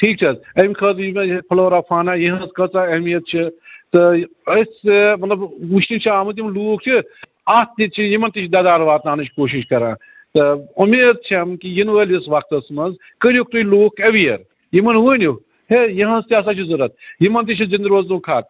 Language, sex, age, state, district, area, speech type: Kashmiri, male, 45-60, Jammu and Kashmir, Bandipora, rural, conversation